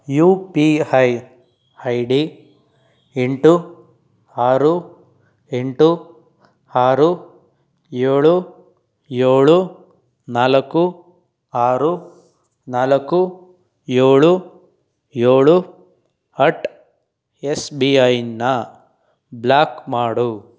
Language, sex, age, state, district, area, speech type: Kannada, male, 18-30, Karnataka, Tumkur, rural, read